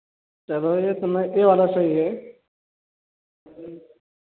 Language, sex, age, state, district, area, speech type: Hindi, male, 30-45, Uttar Pradesh, Prayagraj, rural, conversation